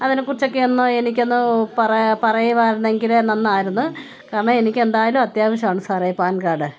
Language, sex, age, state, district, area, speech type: Malayalam, female, 45-60, Kerala, Kottayam, rural, spontaneous